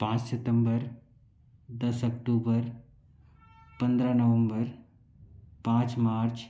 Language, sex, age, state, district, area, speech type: Hindi, male, 45-60, Madhya Pradesh, Bhopal, urban, spontaneous